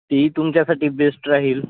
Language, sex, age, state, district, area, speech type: Marathi, male, 30-45, Maharashtra, Nagpur, urban, conversation